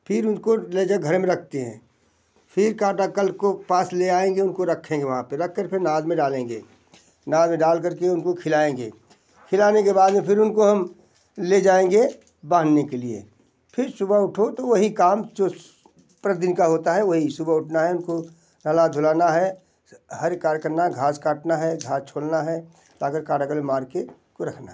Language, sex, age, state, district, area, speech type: Hindi, male, 60+, Uttar Pradesh, Bhadohi, rural, spontaneous